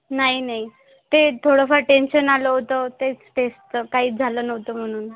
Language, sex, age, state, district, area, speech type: Marathi, female, 18-30, Maharashtra, Washim, rural, conversation